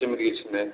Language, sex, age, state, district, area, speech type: Odia, male, 18-30, Odisha, Ganjam, urban, conversation